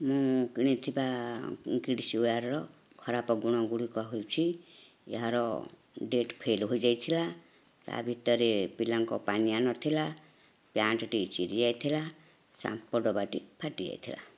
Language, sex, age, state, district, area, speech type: Odia, female, 60+, Odisha, Nayagarh, rural, spontaneous